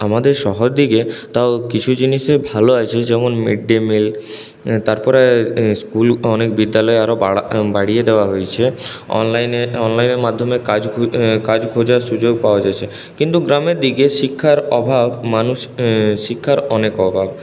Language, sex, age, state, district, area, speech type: Bengali, male, 18-30, West Bengal, Purulia, urban, spontaneous